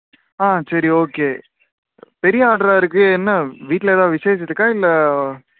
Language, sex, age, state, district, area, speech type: Tamil, male, 18-30, Tamil Nadu, Tiruvannamalai, urban, conversation